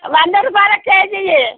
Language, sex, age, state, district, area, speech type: Telugu, female, 60+, Telangana, Jagtial, rural, conversation